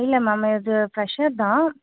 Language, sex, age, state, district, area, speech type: Tamil, female, 18-30, Tamil Nadu, Chengalpattu, rural, conversation